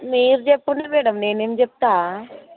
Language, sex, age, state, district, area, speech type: Telugu, female, 18-30, Telangana, Hyderabad, urban, conversation